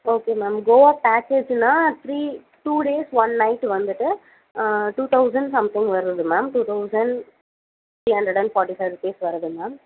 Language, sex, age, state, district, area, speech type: Tamil, female, 45-60, Tamil Nadu, Tiruvallur, urban, conversation